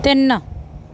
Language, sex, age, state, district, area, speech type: Punjabi, female, 30-45, Punjab, Mansa, rural, read